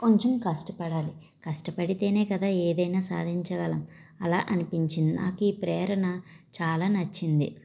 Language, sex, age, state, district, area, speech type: Telugu, female, 45-60, Andhra Pradesh, N T Rama Rao, rural, spontaneous